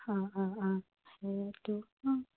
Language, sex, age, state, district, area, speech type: Assamese, female, 30-45, Assam, Udalguri, rural, conversation